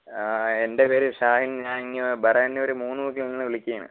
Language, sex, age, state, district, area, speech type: Malayalam, male, 18-30, Kerala, Kollam, rural, conversation